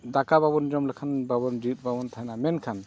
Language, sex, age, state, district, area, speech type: Santali, male, 45-60, Odisha, Mayurbhanj, rural, spontaneous